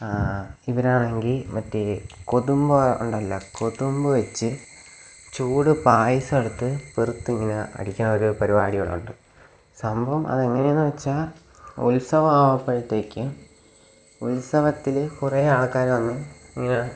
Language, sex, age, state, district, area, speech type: Malayalam, male, 18-30, Kerala, Kollam, rural, spontaneous